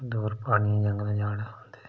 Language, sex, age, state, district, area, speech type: Dogri, male, 30-45, Jammu and Kashmir, Udhampur, rural, spontaneous